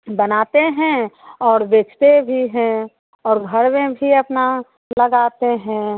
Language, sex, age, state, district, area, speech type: Hindi, female, 30-45, Bihar, Muzaffarpur, rural, conversation